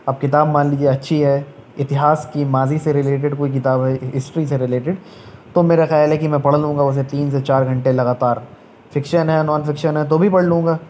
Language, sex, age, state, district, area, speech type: Urdu, male, 18-30, Uttar Pradesh, Shahjahanpur, urban, spontaneous